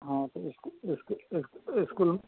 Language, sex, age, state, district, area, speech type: Maithili, male, 45-60, Bihar, Madhubani, rural, conversation